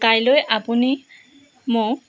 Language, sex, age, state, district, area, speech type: Assamese, female, 18-30, Assam, Jorhat, urban, spontaneous